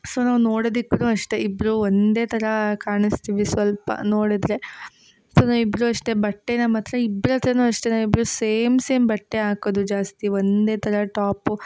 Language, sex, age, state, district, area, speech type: Kannada, female, 18-30, Karnataka, Hassan, urban, spontaneous